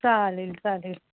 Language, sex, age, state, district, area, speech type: Marathi, female, 45-60, Maharashtra, Mumbai Suburban, urban, conversation